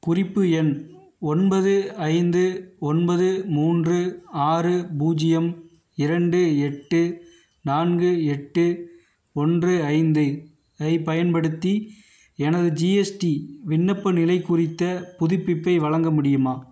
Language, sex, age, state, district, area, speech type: Tamil, male, 30-45, Tamil Nadu, Theni, rural, read